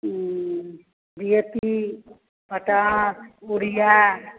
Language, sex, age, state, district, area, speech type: Maithili, female, 60+, Bihar, Supaul, rural, conversation